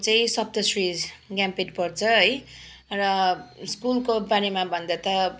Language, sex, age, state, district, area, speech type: Nepali, female, 45-60, West Bengal, Kalimpong, rural, spontaneous